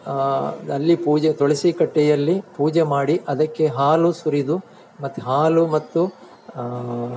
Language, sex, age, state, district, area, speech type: Kannada, male, 45-60, Karnataka, Dakshina Kannada, rural, spontaneous